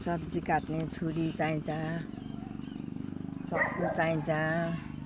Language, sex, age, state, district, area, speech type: Nepali, female, 60+, West Bengal, Jalpaiguri, urban, spontaneous